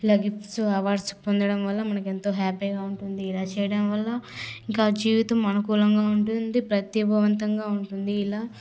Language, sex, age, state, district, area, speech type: Telugu, female, 18-30, Andhra Pradesh, Sri Balaji, rural, spontaneous